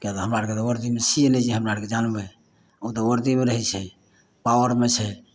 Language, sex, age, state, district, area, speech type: Maithili, male, 60+, Bihar, Madhepura, rural, spontaneous